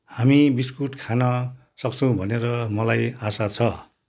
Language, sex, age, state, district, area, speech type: Nepali, male, 60+, West Bengal, Kalimpong, rural, read